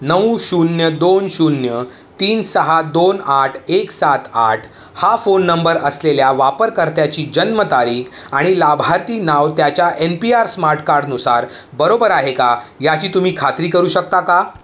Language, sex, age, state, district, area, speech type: Marathi, male, 30-45, Maharashtra, Mumbai City, urban, read